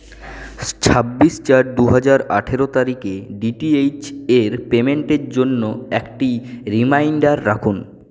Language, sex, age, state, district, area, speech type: Bengali, male, 45-60, West Bengal, Purulia, urban, read